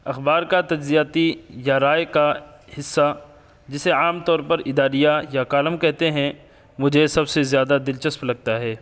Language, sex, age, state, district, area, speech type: Urdu, male, 18-30, Uttar Pradesh, Saharanpur, urban, spontaneous